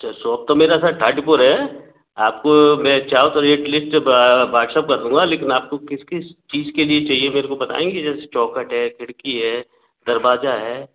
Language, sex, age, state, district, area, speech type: Hindi, male, 45-60, Madhya Pradesh, Gwalior, rural, conversation